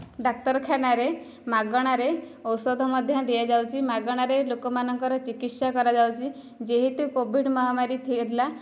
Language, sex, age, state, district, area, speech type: Odia, female, 18-30, Odisha, Dhenkanal, rural, spontaneous